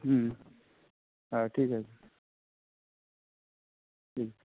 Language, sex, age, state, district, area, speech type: Bengali, male, 18-30, West Bengal, Jhargram, rural, conversation